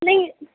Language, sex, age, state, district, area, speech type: Urdu, female, 30-45, Uttar Pradesh, Gautam Buddha Nagar, urban, conversation